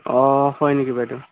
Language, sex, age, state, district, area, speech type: Assamese, male, 18-30, Assam, Tinsukia, rural, conversation